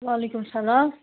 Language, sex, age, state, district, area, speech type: Kashmiri, female, 18-30, Jammu and Kashmir, Budgam, rural, conversation